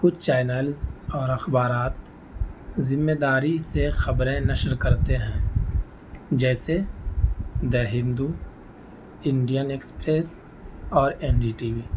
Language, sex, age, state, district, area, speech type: Urdu, male, 18-30, Delhi, North East Delhi, rural, spontaneous